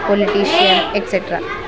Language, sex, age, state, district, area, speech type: Telugu, female, 18-30, Andhra Pradesh, Kurnool, rural, spontaneous